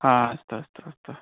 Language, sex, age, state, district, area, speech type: Sanskrit, male, 18-30, Karnataka, Uttara Kannada, rural, conversation